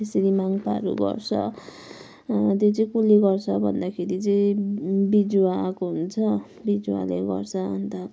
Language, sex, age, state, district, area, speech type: Nepali, male, 60+, West Bengal, Kalimpong, rural, spontaneous